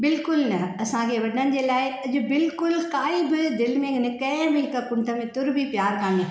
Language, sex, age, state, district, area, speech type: Sindhi, female, 60+, Maharashtra, Thane, urban, spontaneous